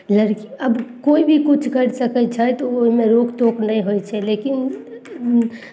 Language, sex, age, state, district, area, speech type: Maithili, female, 30-45, Bihar, Samastipur, urban, spontaneous